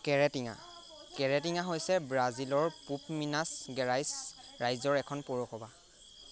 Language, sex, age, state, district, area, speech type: Assamese, male, 18-30, Assam, Golaghat, urban, read